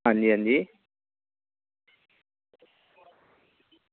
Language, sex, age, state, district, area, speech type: Dogri, male, 30-45, Jammu and Kashmir, Samba, rural, conversation